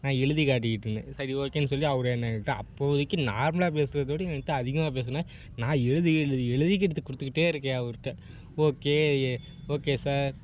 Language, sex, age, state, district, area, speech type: Tamil, male, 18-30, Tamil Nadu, Perambalur, urban, spontaneous